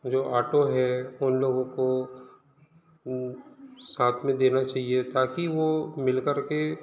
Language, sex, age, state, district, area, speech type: Hindi, male, 45-60, Madhya Pradesh, Balaghat, rural, spontaneous